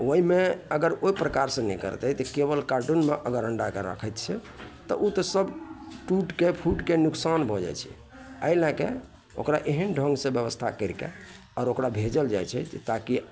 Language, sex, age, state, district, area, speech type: Maithili, male, 45-60, Bihar, Araria, rural, spontaneous